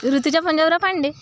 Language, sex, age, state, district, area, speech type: Marathi, male, 45-60, Maharashtra, Yavatmal, rural, spontaneous